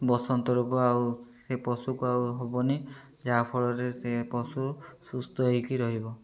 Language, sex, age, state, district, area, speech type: Odia, male, 18-30, Odisha, Mayurbhanj, rural, spontaneous